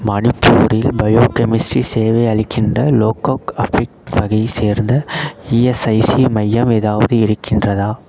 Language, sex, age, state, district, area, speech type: Tamil, male, 18-30, Tamil Nadu, Perambalur, rural, read